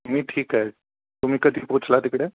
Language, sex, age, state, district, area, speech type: Marathi, male, 45-60, Maharashtra, Thane, rural, conversation